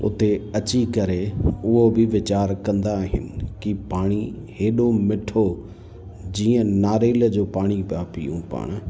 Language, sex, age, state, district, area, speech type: Sindhi, male, 30-45, Gujarat, Kutch, rural, spontaneous